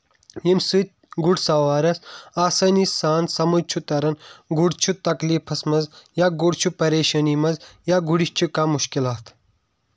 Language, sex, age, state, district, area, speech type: Kashmiri, male, 18-30, Jammu and Kashmir, Kulgam, urban, spontaneous